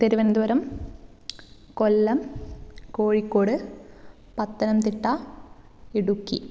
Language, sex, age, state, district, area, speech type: Malayalam, female, 18-30, Kerala, Kannur, rural, spontaneous